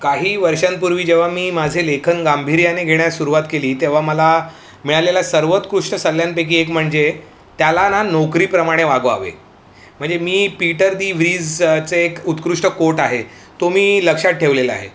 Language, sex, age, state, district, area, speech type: Marathi, male, 30-45, Maharashtra, Mumbai City, urban, spontaneous